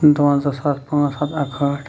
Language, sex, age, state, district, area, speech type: Kashmiri, male, 30-45, Jammu and Kashmir, Shopian, urban, spontaneous